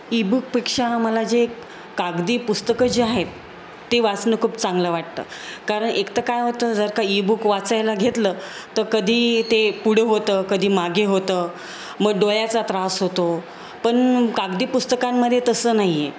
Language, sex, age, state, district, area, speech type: Marathi, female, 45-60, Maharashtra, Jalna, urban, spontaneous